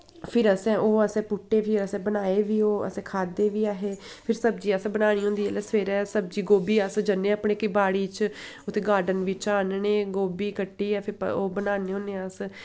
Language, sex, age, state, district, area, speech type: Dogri, female, 18-30, Jammu and Kashmir, Samba, rural, spontaneous